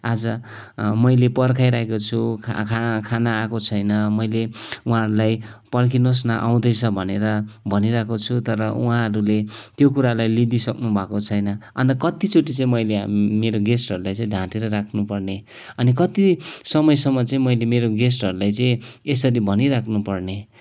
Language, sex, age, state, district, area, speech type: Nepali, male, 45-60, West Bengal, Kalimpong, rural, spontaneous